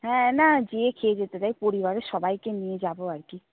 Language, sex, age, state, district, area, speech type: Bengali, female, 45-60, West Bengal, Nadia, rural, conversation